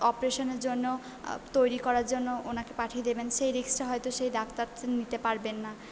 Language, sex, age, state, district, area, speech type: Bengali, female, 18-30, West Bengal, Purba Bardhaman, urban, spontaneous